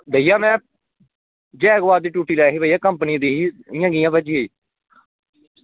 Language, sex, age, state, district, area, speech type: Dogri, male, 18-30, Jammu and Kashmir, Kathua, rural, conversation